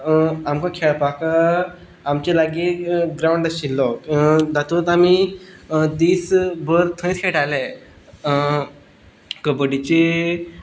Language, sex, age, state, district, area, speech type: Goan Konkani, male, 18-30, Goa, Quepem, rural, spontaneous